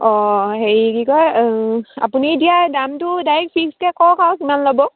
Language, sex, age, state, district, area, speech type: Assamese, female, 18-30, Assam, Sivasagar, rural, conversation